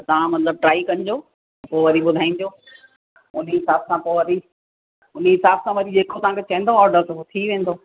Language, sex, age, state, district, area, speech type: Sindhi, female, 45-60, Uttar Pradesh, Lucknow, rural, conversation